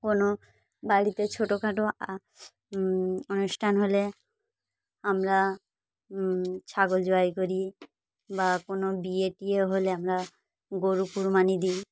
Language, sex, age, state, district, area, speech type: Bengali, female, 30-45, West Bengal, Dakshin Dinajpur, urban, spontaneous